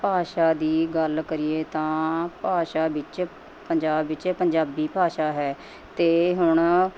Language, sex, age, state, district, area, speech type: Punjabi, female, 45-60, Punjab, Mohali, urban, spontaneous